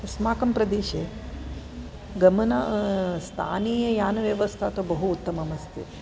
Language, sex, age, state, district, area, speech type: Sanskrit, female, 45-60, Karnataka, Dakshina Kannada, urban, spontaneous